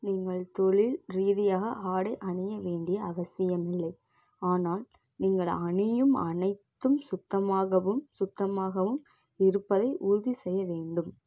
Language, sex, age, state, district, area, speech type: Tamil, female, 18-30, Tamil Nadu, Namakkal, rural, read